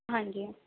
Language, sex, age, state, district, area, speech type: Punjabi, female, 18-30, Punjab, Mohali, urban, conversation